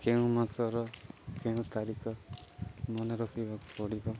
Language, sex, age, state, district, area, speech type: Odia, male, 30-45, Odisha, Nabarangpur, urban, spontaneous